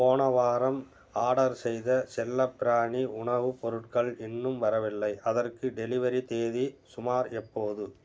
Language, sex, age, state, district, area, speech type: Tamil, male, 45-60, Tamil Nadu, Tiruppur, urban, read